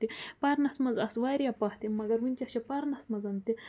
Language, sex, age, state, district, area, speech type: Kashmiri, female, 30-45, Jammu and Kashmir, Budgam, rural, spontaneous